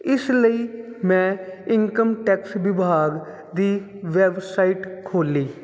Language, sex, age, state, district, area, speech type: Punjabi, male, 30-45, Punjab, Jalandhar, urban, spontaneous